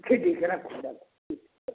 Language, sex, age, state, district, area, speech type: Maithili, male, 60+, Bihar, Samastipur, rural, conversation